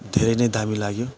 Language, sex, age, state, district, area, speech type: Nepali, male, 45-60, West Bengal, Kalimpong, rural, spontaneous